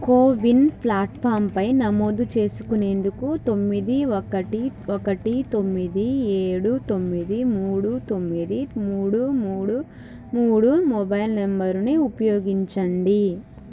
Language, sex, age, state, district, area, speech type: Telugu, female, 18-30, Telangana, Hyderabad, rural, read